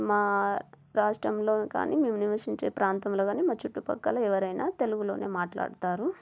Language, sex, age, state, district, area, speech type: Telugu, female, 30-45, Telangana, Warangal, rural, spontaneous